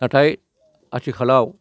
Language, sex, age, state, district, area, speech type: Bodo, male, 60+, Assam, Baksa, rural, spontaneous